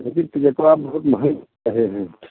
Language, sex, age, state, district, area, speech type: Hindi, male, 45-60, Uttar Pradesh, Jaunpur, rural, conversation